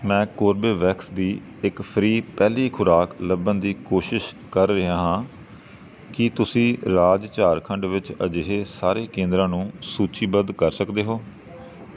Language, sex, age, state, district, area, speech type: Punjabi, male, 30-45, Punjab, Kapurthala, urban, read